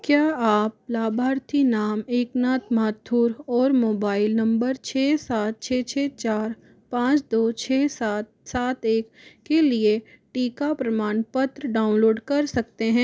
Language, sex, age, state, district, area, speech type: Hindi, male, 60+, Rajasthan, Jaipur, urban, read